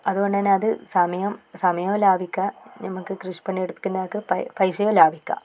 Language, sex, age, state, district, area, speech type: Malayalam, female, 30-45, Kerala, Kannur, rural, spontaneous